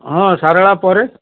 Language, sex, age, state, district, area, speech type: Odia, male, 60+, Odisha, Cuttack, urban, conversation